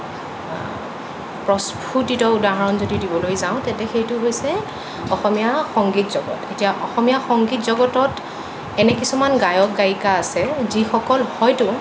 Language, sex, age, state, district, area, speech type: Assamese, female, 18-30, Assam, Nagaon, rural, spontaneous